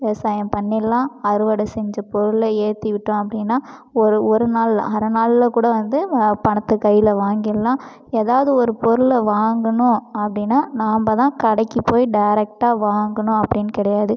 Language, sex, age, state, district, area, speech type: Tamil, female, 18-30, Tamil Nadu, Cuddalore, rural, spontaneous